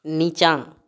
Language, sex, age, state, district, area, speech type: Maithili, male, 30-45, Bihar, Darbhanga, rural, read